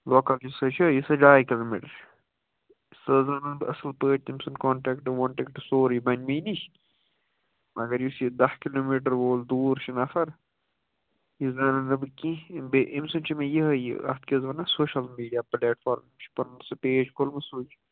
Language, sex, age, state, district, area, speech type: Kashmiri, male, 18-30, Jammu and Kashmir, Kupwara, rural, conversation